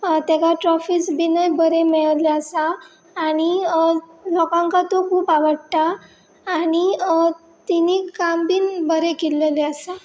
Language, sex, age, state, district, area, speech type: Goan Konkani, female, 18-30, Goa, Pernem, rural, spontaneous